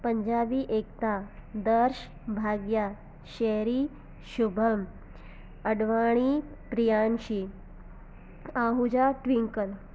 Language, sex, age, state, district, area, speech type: Sindhi, female, 18-30, Gujarat, Surat, urban, spontaneous